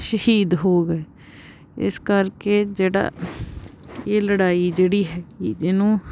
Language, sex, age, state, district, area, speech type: Punjabi, female, 18-30, Punjab, Pathankot, rural, spontaneous